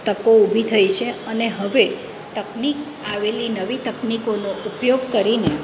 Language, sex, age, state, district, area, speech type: Gujarati, female, 45-60, Gujarat, Surat, urban, spontaneous